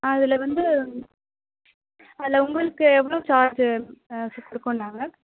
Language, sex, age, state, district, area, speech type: Tamil, female, 18-30, Tamil Nadu, Pudukkottai, rural, conversation